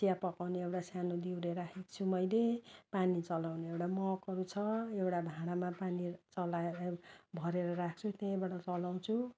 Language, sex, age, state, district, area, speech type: Nepali, female, 60+, West Bengal, Darjeeling, rural, spontaneous